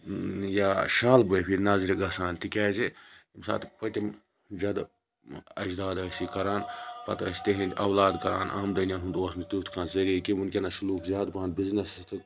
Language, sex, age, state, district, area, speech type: Kashmiri, male, 18-30, Jammu and Kashmir, Baramulla, rural, spontaneous